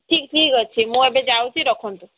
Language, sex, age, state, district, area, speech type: Odia, female, 30-45, Odisha, Sambalpur, rural, conversation